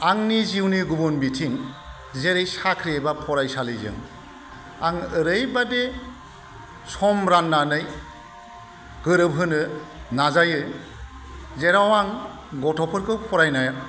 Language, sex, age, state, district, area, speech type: Bodo, male, 45-60, Assam, Kokrajhar, rural, spontaneous